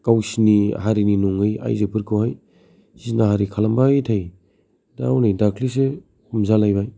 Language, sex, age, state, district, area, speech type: Bodo, male, 30-45, Assam, Kokrajhar, rural, spontaneous